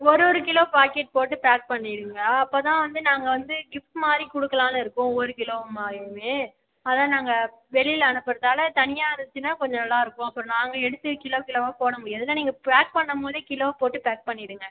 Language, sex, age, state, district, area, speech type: Tamil, female, 30-45, Tamil Nadu, Cuddalore, rural, conversation